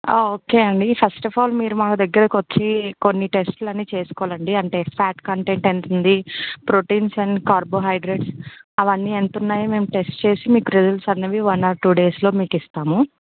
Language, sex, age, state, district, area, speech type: Telugu, female, 18-30, Telangana, Mancherial, rural, conversation